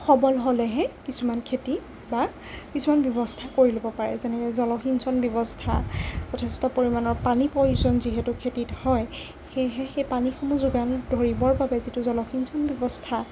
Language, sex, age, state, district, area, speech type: Assamese, female, 60+, Assam, Nagaon, rural, spontaneous